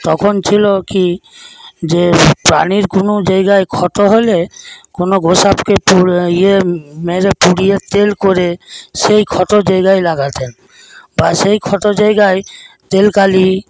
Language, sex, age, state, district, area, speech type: Bengali, male, 60+, West Bengal, Paschim Medinipur, rural, spontaneous